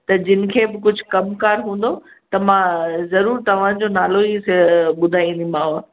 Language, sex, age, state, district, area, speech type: Sindhi, female, 45-60, Gujarat, Kutch, urban, conversation